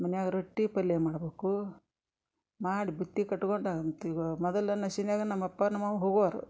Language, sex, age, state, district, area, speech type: Kannada, female, 60+, Karnataka, Gadag, urban, spontaneous